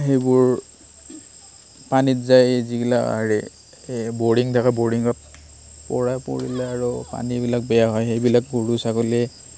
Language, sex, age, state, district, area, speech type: Assamese, male, 30-45, Assam, Darrang, rural, spontaneous